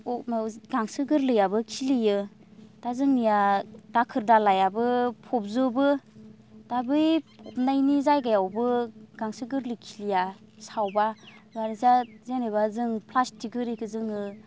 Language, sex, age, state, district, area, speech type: Bodo, female, 30-45, Assam, Baksa, rural, spontaneous